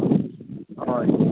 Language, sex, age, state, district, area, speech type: Goan Konkani, male, 18-30, Goa, Bardez, urban, conversation